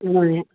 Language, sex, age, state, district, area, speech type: Tamil, female, 60+, Tamil Nadu, Virudhunagar, rural, conversation